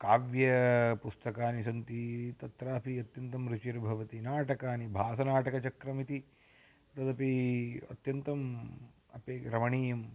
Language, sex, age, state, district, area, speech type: Sanskrit, male, 30-45, Karnataka, Uttara Kannada, rural, spontaneous